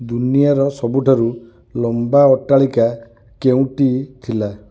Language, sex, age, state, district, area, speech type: Odia, male, 45-60, Odisha, Cuttack, urban, read